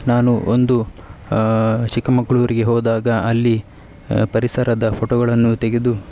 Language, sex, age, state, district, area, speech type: Kannada, male, 30-45, Karnataka, Udupi, rural, spontaneous